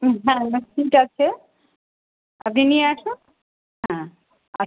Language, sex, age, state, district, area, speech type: Bengali, female, 45-60, West Bengal, Malda, rural, conversation